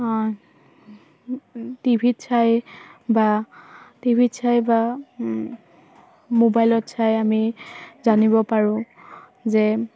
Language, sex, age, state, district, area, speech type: Assamese, female, 18-30, Assam, Udalguri, rural, spontaneous